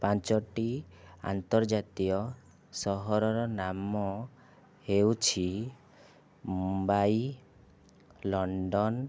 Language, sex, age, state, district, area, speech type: Odia, male, 30-45, Odisha, Kandhamal, rural, spontaneous